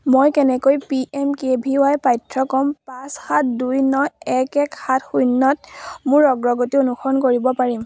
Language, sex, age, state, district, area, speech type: Assamese, female, 18-30, Assam, Majuli, urban, read